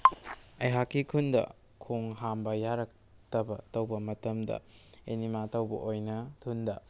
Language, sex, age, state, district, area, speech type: Manipuri, male, 18-30, Manipur, Kakching, rural, spontaneous